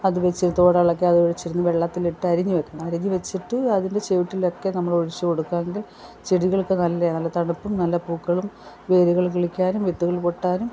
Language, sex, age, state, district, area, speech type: Malayalam, female, 45-60, Kerala, Kollam, rural, spontaneous